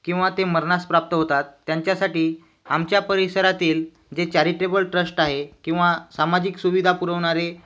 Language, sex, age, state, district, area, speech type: Marathi, male, 18-30, Maharashtra, Washim, rural, spontaneous